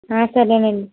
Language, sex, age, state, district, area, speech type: Telugu, female, 30-45, Andhra Pradesh, Konaseema, rural, conversation